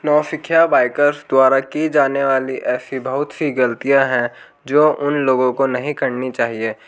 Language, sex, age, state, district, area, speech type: Hindi, male, 18-30, Rajasthan, Jaipur, urban, spontaneous